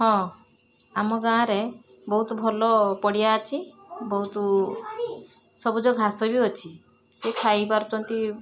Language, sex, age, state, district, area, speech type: Odia, female, 60+, Odisha, Balasore, rural, spontaneous